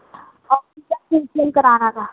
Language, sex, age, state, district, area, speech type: Urdu, female, 18-30, Uttar Pradesh, Gautam Buddha Nagar, rural, conversation